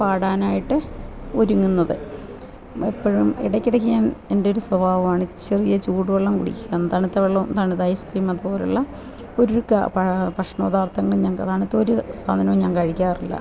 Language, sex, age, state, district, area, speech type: Malayalam, female, 45-60, Kerala, Kottayam, rural, spontaneous